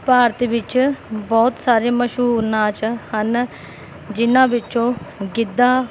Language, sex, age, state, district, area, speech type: Punjabi, female, 18-30, Punjab, Rupnagar, rural, spontaneous